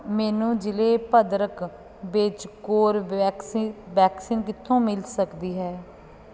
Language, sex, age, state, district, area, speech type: Punjabi, female, 30-45, Punjab, Fatehgarh Sahib, urban, read